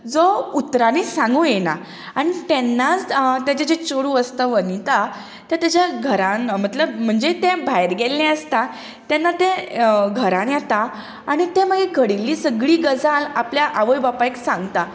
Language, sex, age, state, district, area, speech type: Goan Konkani, female, 18-30, Goa, Tiswadi, rural, spontaneous